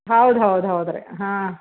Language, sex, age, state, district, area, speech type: Kannada, female, 45-60, Karnataka, Gulbarga, urban, conversation